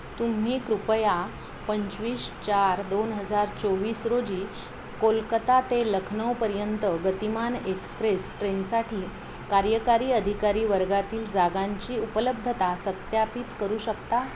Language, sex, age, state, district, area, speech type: Marathi, female, 45-60, Maharashtra, Thane, rural, read